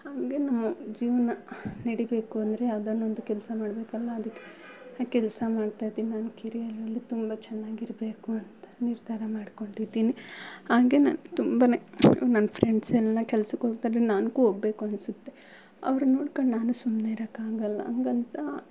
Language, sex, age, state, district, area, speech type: Kannada, female, 18-30, Karnataka, Bangalore Rural, rural, spontaneous